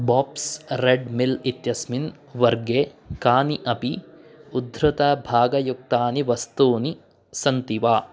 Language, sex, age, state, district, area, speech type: Sanskrit, male, 18-30, Karnataka, Chikkamagaluru, urban, read